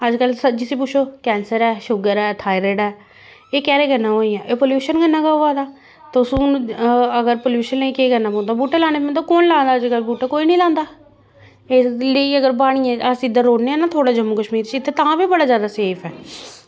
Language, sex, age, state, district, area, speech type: Dogri, female, 30-45, Jammu and Kashmir, Jammu, urban, spontaneous